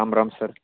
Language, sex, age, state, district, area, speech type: Marathi, male, 18-30, Maharashtra, Beed, rural, conversation